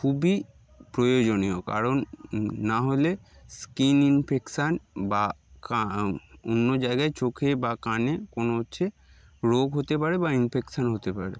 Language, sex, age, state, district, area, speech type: Bengali, male, 30-45, West Bengal, Darjeeling, urban, spontaneous